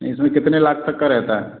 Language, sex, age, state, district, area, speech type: Hindi, male, 45-60, Madhya Pradesh, Gwalior, urban, conversation